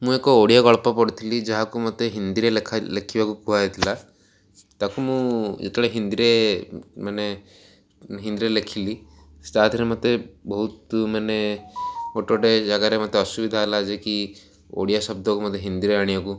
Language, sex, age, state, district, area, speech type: Odia, male, 45-60, Odisha, Rayagada, rural, spontaneous